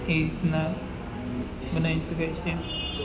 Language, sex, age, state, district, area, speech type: Gujarati, male, 45-60, Gujarat, Narmada, rural, spontaneous